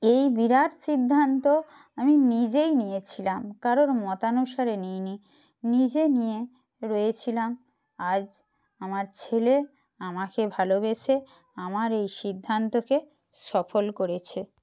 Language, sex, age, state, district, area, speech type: Bengali, female, 45-60, West Bengal, Purba Medinipur, rural, spontaneous